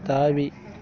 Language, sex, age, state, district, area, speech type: Tamil, male, 30-45, Tamil Nadu, Kallakurichi, rural, read